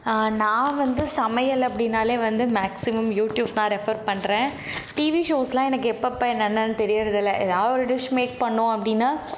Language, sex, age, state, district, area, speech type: Tamil, female, 45-60, Tamil Nadu, Mayiladuthurai, rural, spontaneous